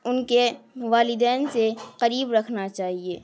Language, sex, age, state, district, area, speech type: Urdu, female, 18-30, Bihar, Madhubani, rural, spontaneous